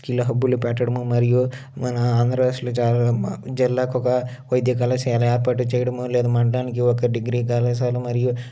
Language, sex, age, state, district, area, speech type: Telugu, male, 45-60, Andhra Pradesh, Srikakulam, urban, spontaneous